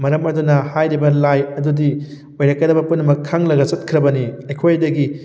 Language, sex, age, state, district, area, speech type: Manipuri, male, 18-30, Manipur, Thoubal, rural, spontaneous